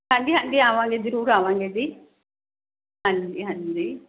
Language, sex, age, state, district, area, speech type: Punjabi, female, 30-45, Punjab, Mansa, urban, conversation